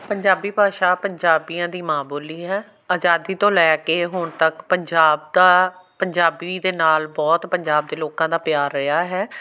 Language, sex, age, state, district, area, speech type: Punjabi, female, 45-60, Punjab, Amritsar, urban, spontaneous